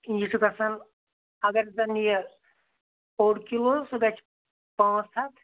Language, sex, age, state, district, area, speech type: Kashmiri, female, 60+, Jammu and Kashmir, Anantnag, rural, conversation